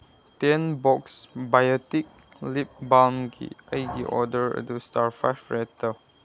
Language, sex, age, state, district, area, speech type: Manipuri, male, 18-30, Manipur, Chandel, rural, read